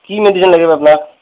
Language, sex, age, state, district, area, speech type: Assamese, male, 30-45, Assam, Nalbari, rural, conversation